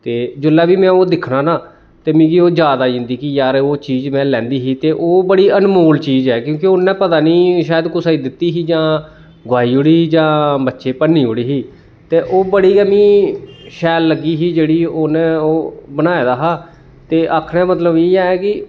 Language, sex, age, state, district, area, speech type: Dogri, male, 30-45, Jammu and Kashmir, Samba, rural, spontaneous